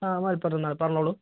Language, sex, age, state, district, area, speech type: Malayalam, male, 18-30, Kerala, Malappuram, rural, conversation